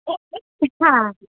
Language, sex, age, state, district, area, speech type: Bengali, female, 18-30, West Bengal, Dakshin Dinajpur, urban, conversation